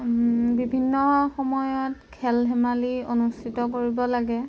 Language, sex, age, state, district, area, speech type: Assamese, female, 18-30, Assam, Jorhat, urban, spontaneous